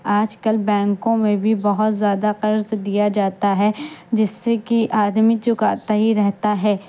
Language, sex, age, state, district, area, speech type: Urdu, female, 30-45, Uttar Pradesh, Lucknow, rural, spontaneous